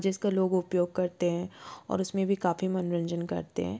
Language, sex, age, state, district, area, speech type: Hindi, female, 30-45, Madhya Pradesh, Jabalpur, urban, spontaneous